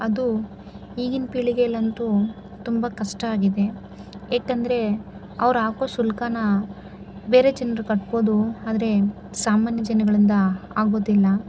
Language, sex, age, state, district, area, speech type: Kannada, female, 18-30, Karnataka, Chikkaballapur, rural, spontaneous